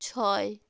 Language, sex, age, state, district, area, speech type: Bengali, female, 18-30, West Bengal, South 24 Parganas, rural, read